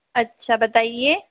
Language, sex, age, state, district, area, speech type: Hindi, female, 60+, Rajasthan, Jaipur, urban, conversation